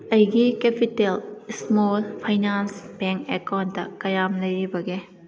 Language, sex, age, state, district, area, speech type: Manipuri, female, 30-45, Manipur, Kakching, rural, read